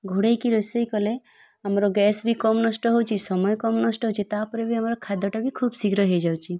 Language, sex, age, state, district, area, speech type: Odia, female, 30-45, Odisha, Malkangiri, urban, spontaneous